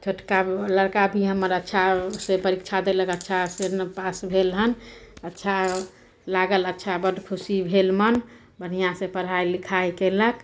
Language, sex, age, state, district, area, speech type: Maithili, female, 30-45, Bihar, Samastipur, urban, spontaneous